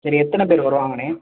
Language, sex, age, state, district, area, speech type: Tamil, male, 18-30, Tamil Nadu, Sivaganga, rural, conversation